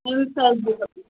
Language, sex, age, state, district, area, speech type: Sindhi, female, 30-45, Madhya Pradesh, Katni, urban, conversation